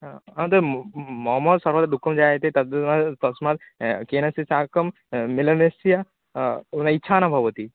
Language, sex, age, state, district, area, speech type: Sanskrit, male, 18-30, West Bengal, Paschim Medinipur, rural, conversation